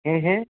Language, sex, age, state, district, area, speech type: Santali, male, 45-60, West Bengal, Birbhum, rural, conversation